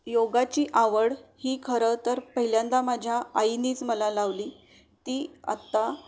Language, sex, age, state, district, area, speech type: Marathi, female, 45-60, Maharashtra, Sangli, rural, spontaneous